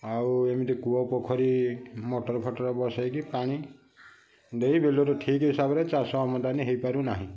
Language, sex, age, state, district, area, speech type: Odia, male, 45-60, Odisha, Kendujhar, urban, spontaneous